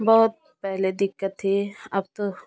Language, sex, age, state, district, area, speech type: Hindi, female, 30-45, Uttar Pradesh, Jaunpur, rural, spontaneous